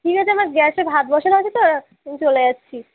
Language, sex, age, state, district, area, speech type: Bengali, female, 30-45, West Bengal, Uttar Dinajpur, urban, conversation